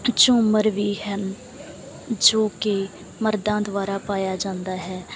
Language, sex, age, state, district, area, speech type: Punjabi, female, 18-30, Punjab, Bathinda, rural, spontaneous